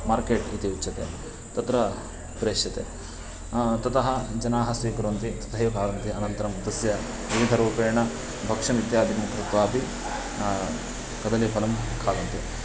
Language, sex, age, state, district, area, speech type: Sanskrit, male, 18-30, Karnataka, Uttara Kannada, rural, spontaneous